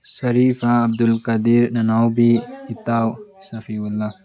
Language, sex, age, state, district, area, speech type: Manipuri, male, 18-30, Manipur, Tengnoupal, rural, spontaneous